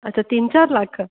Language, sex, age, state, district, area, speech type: Dogri, female, 30-45, Jammu and Kashmir, Kathua, rural, conversation